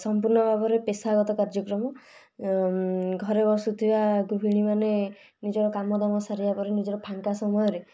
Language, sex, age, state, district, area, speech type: Odia, female, 18-30, Odisha, Kalahandi, rural, spontaneous